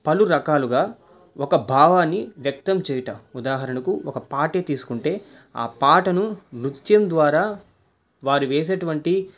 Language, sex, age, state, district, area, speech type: Telugu, male, 18-30, Andhra Pradesh, Nellore, urban, spontaneous